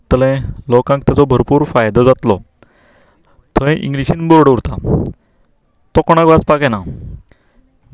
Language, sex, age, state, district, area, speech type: Goan Konkani, male, 45-60, Goa, Canacona, rural, spontaneous